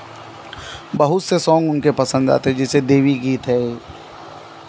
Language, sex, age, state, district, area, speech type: Hindi, male, 30-45, Uttar Pradesh, Mau, rural, spontaneous